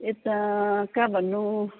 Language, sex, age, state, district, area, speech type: Nepali, female, 60+, West Bengal, Kalimpong, rural, conversation